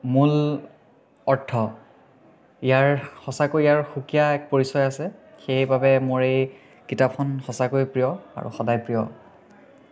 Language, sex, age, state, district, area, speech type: Assamese, male, 18-30, Assam, Biswanath, rural, spontaneous